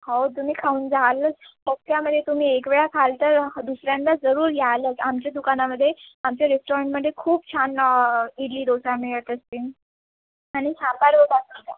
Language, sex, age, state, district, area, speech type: Marathi, female, 18-30, Maharashtra, Nagpur, urban, conversation